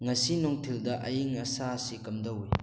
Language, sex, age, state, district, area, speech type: Manipuri, male, 18-30, Manipur, Thoubal, rural, read